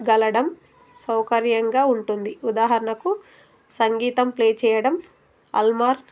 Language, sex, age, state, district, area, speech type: Telugu, female, 30-45, Telangana, Narayanpet, urban, spontaneous